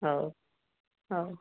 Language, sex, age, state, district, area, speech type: Odia, female, 45-60, Odisha, Angul, rural, conversation